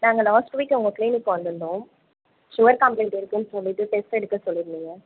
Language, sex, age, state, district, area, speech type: Tamil, female, 18-30, Tamil Nadu, Tiruvarur, urban, conversation